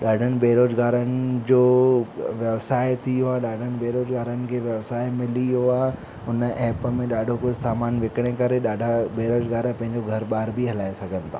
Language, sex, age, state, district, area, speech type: Sindhi, male, 18-30, Madhya Pradesh, Katni, rural, spontaneous